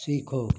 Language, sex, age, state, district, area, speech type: Hindi, male, 60+, Uttar Pradesh, Mau, rural, read